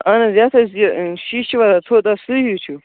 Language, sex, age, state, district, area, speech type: Kashmiri, male, 18-30, Jammu and Kashmir, Baramulla, rural, conversation